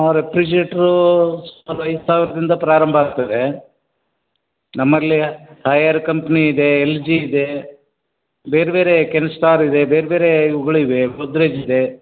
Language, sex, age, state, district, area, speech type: Kannada, male, 60+, Karnataka, Koppal, rural, conversation